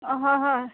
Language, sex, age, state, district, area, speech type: Assamese, female, 30-45, Assam, Dhemaji, rural, conversation